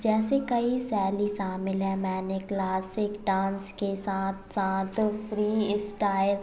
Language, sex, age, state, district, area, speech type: Hindi, female, 18-30, Madhya Pradesh, Hoshangabad, urban, spontaneous